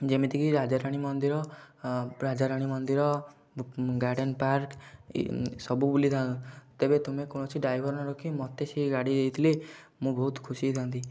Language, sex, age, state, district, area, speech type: Odia, male, 18-30, Odisha, Kendujhar, urban, spontaneous